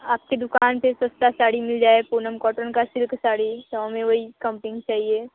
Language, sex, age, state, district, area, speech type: Hindi, female, 30-45, Uttar Pradesh, Mirzapur, rural, conversation